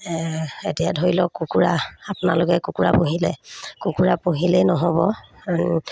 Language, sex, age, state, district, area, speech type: Assamese, female, 30-45, Assam, Sivasagar, rural, spontaneous